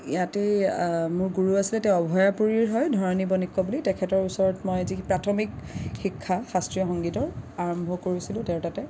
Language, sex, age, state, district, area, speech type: Assamese, female, 18-30, Assam, Kamrup Metropolitan, urban, spontaneous